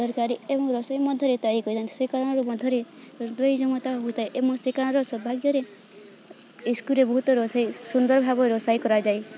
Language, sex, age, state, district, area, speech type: Odia, female, 18-30, Odisha, Balangir, urban, spontaneous